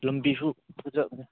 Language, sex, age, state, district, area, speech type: Manipuri, male, 30-45, Manipur, Ukhrul, urban, conversation